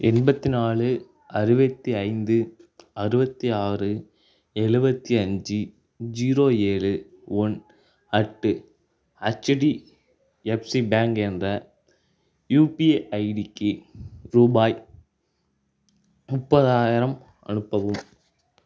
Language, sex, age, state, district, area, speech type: Tamil, male, 30-45, Tamil Nadu, Tiruchirappalli, rural, read